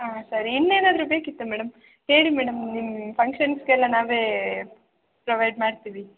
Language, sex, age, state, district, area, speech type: Kannada, female, 18-30, Karnataka, Chikkamagaluru, rural, conversation